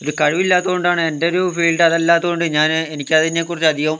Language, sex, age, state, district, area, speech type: Malayalam, male, 60+, Kerala, Wayanad, rural, spontaneous